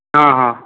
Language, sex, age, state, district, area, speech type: Odia, male, 45-60, Odisha, Nuapada, urban, conversation